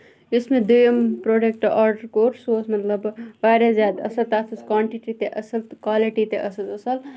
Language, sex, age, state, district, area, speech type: Kashmiri, female, 18-30, Jammu and Kashmir, Kupwara, urban, spontaneous